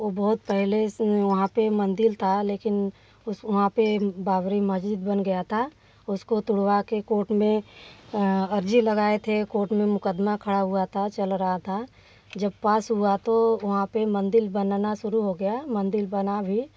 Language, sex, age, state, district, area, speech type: Hindi, female, 30-45, Uttar Pradesh, Varanasi, rural, spontaneous